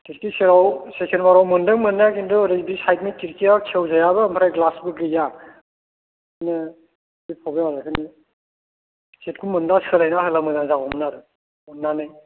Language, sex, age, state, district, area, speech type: Bodo, male, 60+, Assam, Chirang, rural, conversation